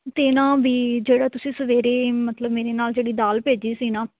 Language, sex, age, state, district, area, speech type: Punjabi, female, 18-30, Punjab, Fazilka, rural, conversation